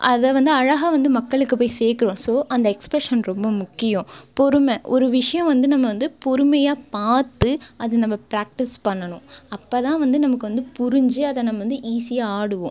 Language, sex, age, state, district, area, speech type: Tamil, female, 18-30, Tamil Nadu, Cuddalore, urban, spontaneous